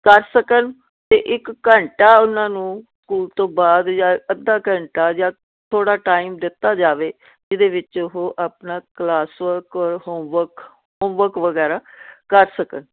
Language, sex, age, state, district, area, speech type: Punjabi, female, 60+, Punjab, Firozpur, urban, conversation